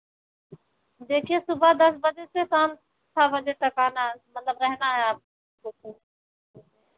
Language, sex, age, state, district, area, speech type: Hindi, female, 45-60, Uttar Pradesh, Ayodhya, rural, conversation